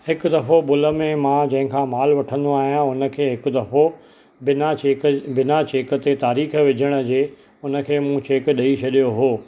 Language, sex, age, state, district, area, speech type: Sindhi, male, 45-60, Maharashtra, Thane, urban, spontaneous